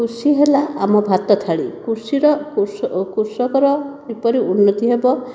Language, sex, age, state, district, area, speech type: Odia, female, 30-45, Odisha, Khordha, rural, spontaneous